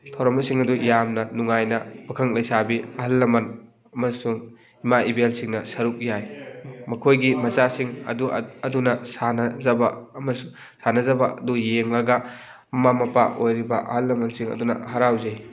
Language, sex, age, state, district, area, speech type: Manipuri, male, 18-30, Manipur, Thoubal, rural, spontaneous